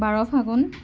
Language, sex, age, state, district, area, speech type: Assamese, female, 18-30, Assam, Kamrup Metropolitan, urban, spontaneous